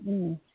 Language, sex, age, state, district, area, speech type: Manipuri, female, 60+, Manipur, Kangpokpi, urban, conversation